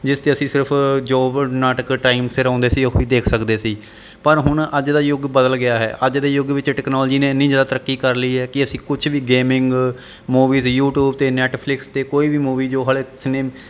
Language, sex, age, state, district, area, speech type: Punjabi, male, 30-45, Punjab, Bathinda, urban, spontaneous